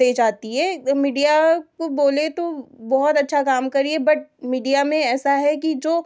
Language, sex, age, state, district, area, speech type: Hindi, female, 18-30, Madhya Pradesh, Betul, urban, spontaneous